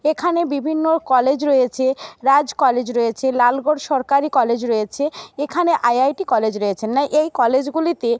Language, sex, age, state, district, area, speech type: Bengali, female, 18-30, West Bengal, Jhargram, rural, spontaneous